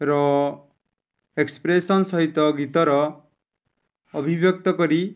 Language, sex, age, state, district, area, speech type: Odia, male, 30-45, Odisha, Nuapada, urban, spontaneous